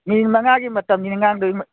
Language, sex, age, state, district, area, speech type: Manipuri, male, 45-60, Manipur, Kangpokpi, urban, conversation